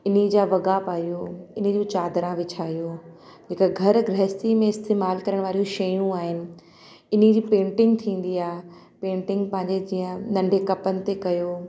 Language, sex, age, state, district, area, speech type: Sindhi, female, 30-45, Uttar Pradesh, Lucknow, urban, spontaneous